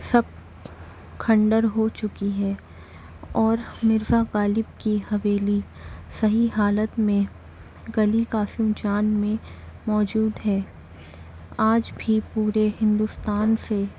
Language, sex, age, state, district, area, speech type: Urdu, female, 18-30, Delhi, Central Delhi, urban, spontaneous